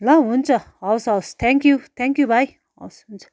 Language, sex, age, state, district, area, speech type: Nepali, female, 45-60, West Bengal, Darjeeling, rural, spontaneous